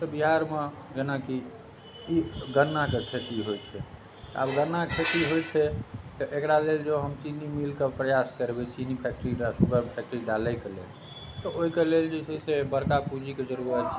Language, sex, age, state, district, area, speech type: Maithili, male, 30-45, Bihar, Muzaffarpur, urban, spontaneous